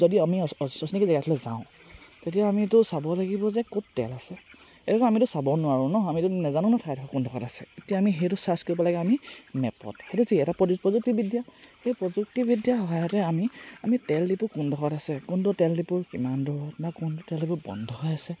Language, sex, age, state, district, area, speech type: Assamese, male, 18-30, Assam, Charaideo, rural, spontaneous